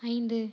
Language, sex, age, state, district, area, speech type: Tamil, female, 18-30, Tamil Nadu, Thanjavur, rural, read